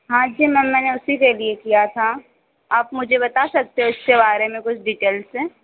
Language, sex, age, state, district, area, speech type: Hindi, female, 18-30, Madhya Pradesh, Harda, rural, conversation